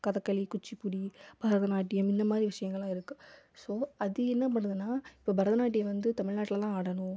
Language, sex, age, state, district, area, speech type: Tamil, female, 18-30, Tamil Nadu, Sivaganga, rural, spontaneous